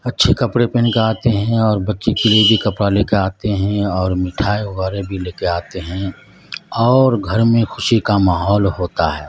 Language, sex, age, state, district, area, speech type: Urdu, male, 45-60, Bihar, Madhubani, rural, spontaneous